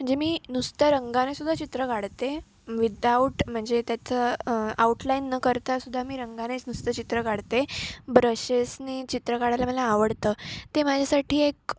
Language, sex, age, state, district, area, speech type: Marathi, female, 18-30, Maharashtra, Sindhudurg, rural, spontaneous